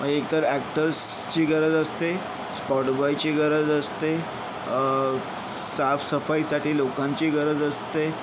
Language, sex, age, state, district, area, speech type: Marathi, male, 30-45, Maharashtra, Yavatmal, urban, spontaneous